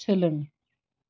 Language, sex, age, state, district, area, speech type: Bodo, female, 45-60, Assam, Chirang, rural, read